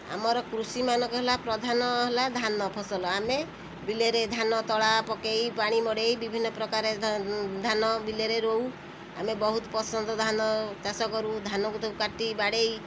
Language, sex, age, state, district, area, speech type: Odia, female, 45-60, Odisha, Kendrapara, urban, spontaneous